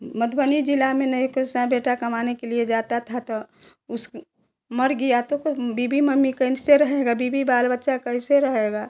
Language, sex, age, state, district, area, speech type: Hindi, female, 60+, Bihar, Samastipur, urban, spontaneous